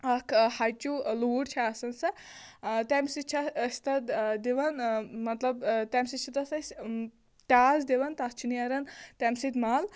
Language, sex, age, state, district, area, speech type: Kashmiri, female, 30-45, Jammu and Kashmir, Shopian, rural, spontaneous